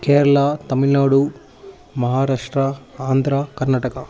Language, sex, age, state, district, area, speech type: Tamil, male, 18-30, Tamil Nadu, Dharmapuri, rural, spontaneous